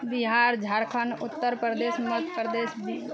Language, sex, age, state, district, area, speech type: Maithili, female, 30-45, Bihar, Araria, rural, spontaneous